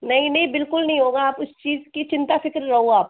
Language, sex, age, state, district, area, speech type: Hindi, female, 18-30, Rajasthan, Jaipur, urban, conversation